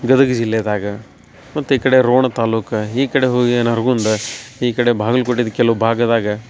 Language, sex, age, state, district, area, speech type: Kannada, male, 30-45, Karnataka, Dharwad, rural, spontaneous